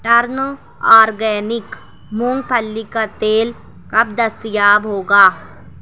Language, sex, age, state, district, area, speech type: Urdu, female, 18-30, Maharashtra, Nashik, rural, read